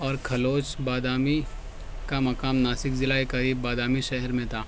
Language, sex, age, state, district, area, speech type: Urdu, male, 60+, Maharashtra, Nashik, rural, spontaneous